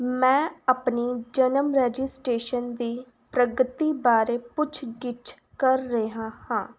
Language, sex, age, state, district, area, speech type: Punjabi, female, 18-30, Punjab, Fazilka, rural, read